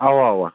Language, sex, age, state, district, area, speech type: Kashmiri, male, 18-30, Jammu and Kashmir, Shopian, rural, conversation